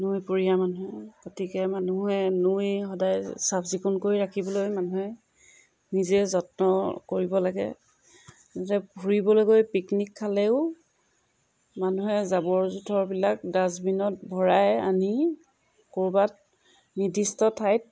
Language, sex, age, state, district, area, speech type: Assamese, female, 30-45, Assam, Jorhat, urban, spontaneous